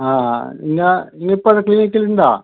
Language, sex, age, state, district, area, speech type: Malayalam, male, 60+, Kerala, Kasaragod, urban, conversation